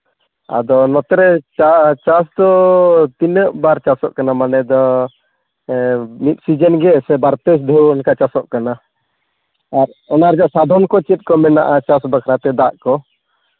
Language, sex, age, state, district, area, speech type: Santali, male, 30-45, Jharkhand, East Singhbhum, rural, conversation